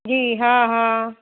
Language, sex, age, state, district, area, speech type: Sindhi, female, 30-45, Gujarat, Surat, urban, conversation